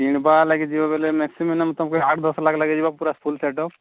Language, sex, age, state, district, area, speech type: Odia, male, 30-45, Odisha, Nuapada, urban, conversation